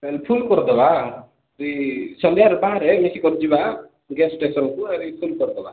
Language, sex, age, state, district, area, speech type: Odia, male, 30-45, Odisha, Koraput, urban, conversation